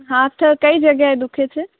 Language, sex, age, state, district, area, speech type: Gujarati, female, 18-30, Gujarat, Kutch, rural, conversation